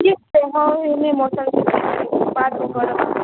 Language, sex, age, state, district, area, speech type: Maithili, female, 18-30, Bihar, Madhubani, rural, conversation